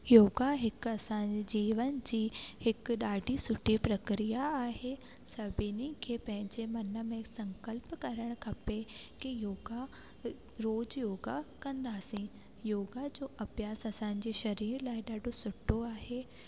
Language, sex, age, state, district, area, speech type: Sindhi, female, 18-30, Rajasthan, Ajmer, urban, spontaneous